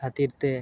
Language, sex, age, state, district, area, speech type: Santali, male, 18-30, Jharkhand, East Singhbhum, rural, spontaneous